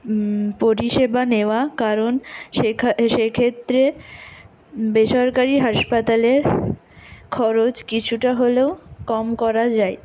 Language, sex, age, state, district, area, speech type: Bengali, female, 60+, West Bengal, Purulia, urban, spontaneous